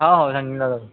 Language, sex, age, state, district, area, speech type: Marathi, male, 18-30, Maharashtra, Wardha, urban, conversation